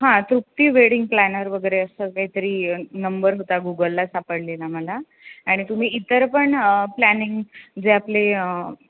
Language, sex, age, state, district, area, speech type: Marathi, female, 18-30, Maharashtra, Sindhudurg, rural, conversation